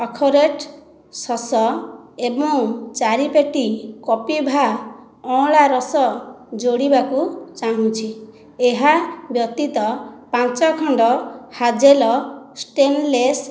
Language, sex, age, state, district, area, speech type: Odia, female, 30-45, Odisha, Khordha, rural, read